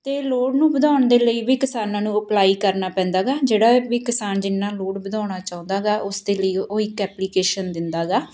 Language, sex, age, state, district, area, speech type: Punjabi, female, 30-45, Punjab, Patiala, rural, spontaneous